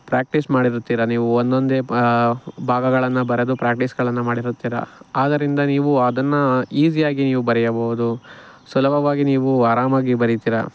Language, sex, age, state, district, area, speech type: Kannada, male, 45-60, Karnataka, Chikkaballapur, rural, spontaneous